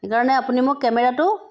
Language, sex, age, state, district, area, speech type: Assamese, female, 45-60, Assam, Sivasagar, rural, spontaneous